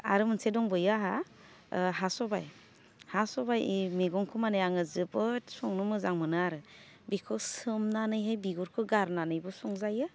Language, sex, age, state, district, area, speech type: Bodo, female, 30-45, Assam, Udalguri, urban, spontaneous